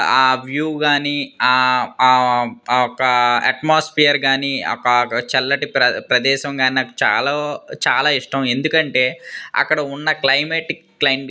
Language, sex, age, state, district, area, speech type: Telugu, male, 18-30, Andhra Pradesh, Vizianagaram, urban, spontaneous